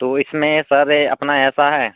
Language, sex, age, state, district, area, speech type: Hindi, male, 18-30, Madhya Pradesh, Seoni, urban, conversation